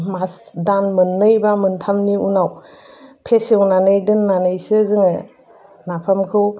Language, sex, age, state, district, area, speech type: Bodo, female, 30-45, Assam, Udalguri, urban, spontaneous